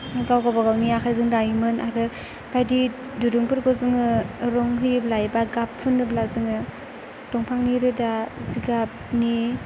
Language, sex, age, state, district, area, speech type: Bodo, female, 18-30, Assam, Chirang, urban, spontaneous